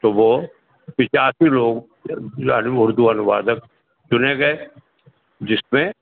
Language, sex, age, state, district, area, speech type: Urdu, male, 60+, Uttar Pradesh, Rampur, urban, conversation